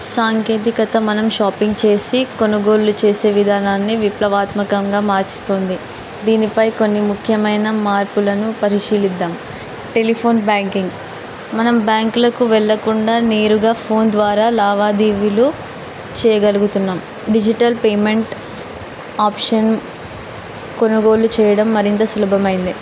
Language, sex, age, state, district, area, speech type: Telugu, female, 18-30, Telangana, Jayashankar, urban, spontaneous